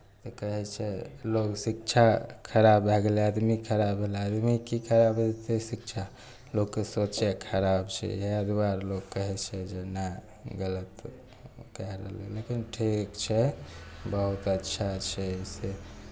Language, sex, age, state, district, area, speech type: Maithili, male, 18-30, Bihar, Begusarai, rural, spontaneous